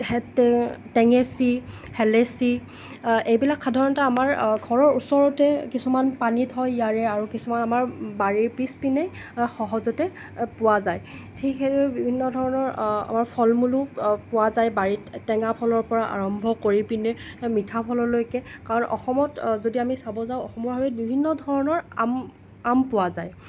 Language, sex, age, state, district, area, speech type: Assamese, male, 30-45, Assam, Nalbari, rural, spontaneous